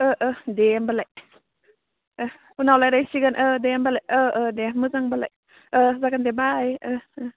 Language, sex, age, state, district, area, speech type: Bodo, female, 18-30, Assam, Udalguri, urban, conversation